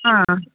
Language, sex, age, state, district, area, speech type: Kannada, female, 30-45, Karnataka, Bellary, rural, conversation